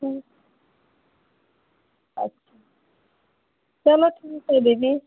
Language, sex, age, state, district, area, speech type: Hindi, female, 45-60, Uttar Pradesh, Pratapgarh, rural, conversation